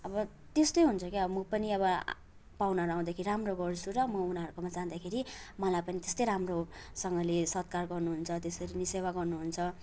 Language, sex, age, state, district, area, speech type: Nepali, female, 18-30, West Bengal, Darjeeling, rural, spontaneous